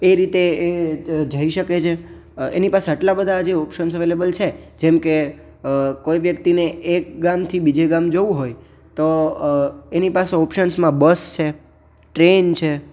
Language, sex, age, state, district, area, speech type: Gujarati, male, 18-30, Gujarat, Junagadh, urban, spontaneous